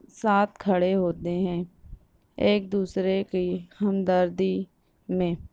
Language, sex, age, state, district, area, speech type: Urdu, female, 18-30, Maharashtra, Nashik, urban, spontaneous